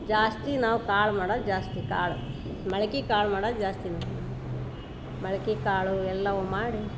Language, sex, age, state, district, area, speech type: Kannada, female, 60+, Karnataka, Koppal, rural, spontaneous